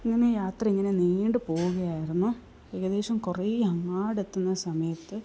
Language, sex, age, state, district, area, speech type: Malayalam, female, 45-60, Kerala, Kasaragod, rural, spontaneous